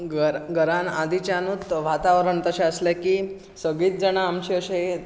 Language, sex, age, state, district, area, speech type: Goan Konkani, male, 18-30, Goa, Bardez, rural, spontaneous